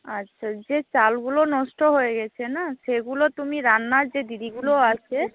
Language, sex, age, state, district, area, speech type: Bengali, female, 18-30, West Bengal, Jhargram, rural, conversation